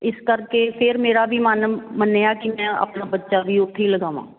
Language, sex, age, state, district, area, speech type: Punjabi, female, 45-60, Punjab, Jalandhar, rural, conversation